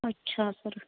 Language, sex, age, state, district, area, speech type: Punjabi, female, 30-45, Punjab, Ludhiana, rural, conversation